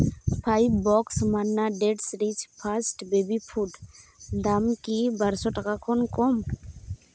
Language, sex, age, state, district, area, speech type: Santali, female, 18-30, West Bengal, Uttar Dinajpur, rural, read